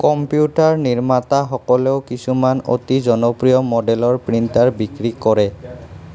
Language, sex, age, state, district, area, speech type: Assamese, male, 30-45, Assam, Nalbari, urban, read